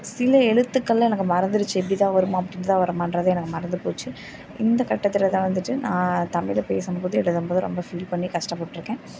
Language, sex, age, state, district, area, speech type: Tamil, female, 18-30, Tamil Nadu, Karur, rural, spontaneous